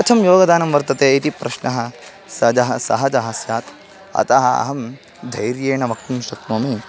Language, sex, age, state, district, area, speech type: Sanskrit, male, 18-30, Karnataka, Bangalore Rural, rural, spontaneous